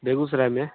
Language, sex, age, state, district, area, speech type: Hindi, male, 18-30, Bihar, Begusarai, rural, conversation